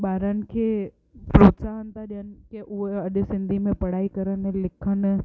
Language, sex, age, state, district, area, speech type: Sindhi, female, 18-30, Gujarat, Surat, urban, spontaneous